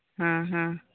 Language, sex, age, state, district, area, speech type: Santali, female, 18-30, West Bengal, Birbhum, rural, conversation